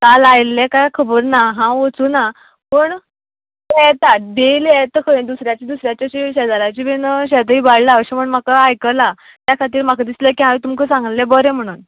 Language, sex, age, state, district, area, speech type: Goan Konkani, female, 18-30, Goa, Canacona, rural, conversation